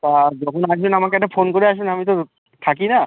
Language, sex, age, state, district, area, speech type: Bengali, male, 18-30, West Bengal, Birbhum, urban, conversation